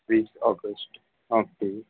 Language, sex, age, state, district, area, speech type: Gujarati, male, 30-45, Gujarat, Ahmedabad, urban, conversation